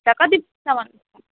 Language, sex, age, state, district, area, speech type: Nepali, female, 18-30, West Bengal, Alipurduar, urban, conversation